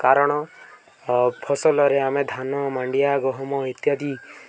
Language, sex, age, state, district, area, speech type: Odia, male, 18-30, Odisha, Koraput, urban, spontaneous